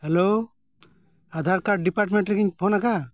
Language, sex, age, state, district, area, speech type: Santali, male, 60+, Jharkhand, Bokaro, rural, spontaneous